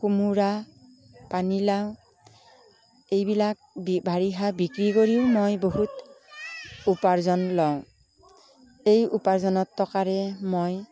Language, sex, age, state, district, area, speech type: Assamese, female, 60+, Assam, Darrang, rural, spontaneous